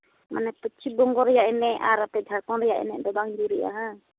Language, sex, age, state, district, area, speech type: Santali, female, 18-30, West Bengal, Uttar Dinajpur, rural, conversation